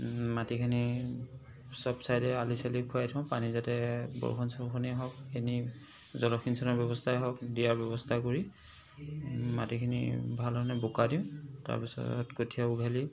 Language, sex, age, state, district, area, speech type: Assamese, male, 30-45, Assam, Dhemaji, rural, spontaneous